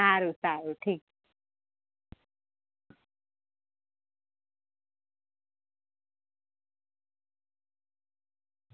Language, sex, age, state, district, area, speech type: Gujarati, female, 18-30, Gujarat, Valsad, rural, conversation